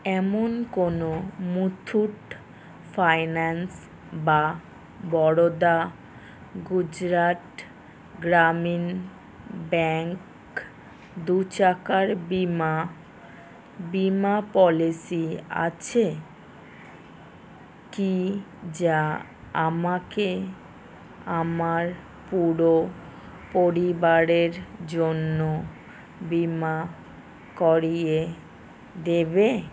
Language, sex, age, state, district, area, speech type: Bengali, female, 30-45, West Bengal, Kolkata, urban, read